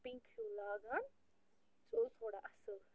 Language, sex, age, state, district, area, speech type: Kashmiri, female, 30-45, Jammu and Kashmir, Bandipora, rural, spontaneous